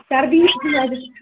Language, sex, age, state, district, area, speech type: Kashmiri, female, 30-45, Jammu and Kashmir, Anantnag, rural, conversation